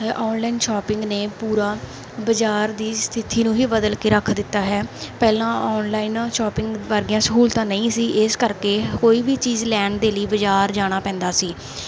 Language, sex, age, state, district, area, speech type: Punjabi, female, 18-30, Punjab, Mansa, rural, spontaneous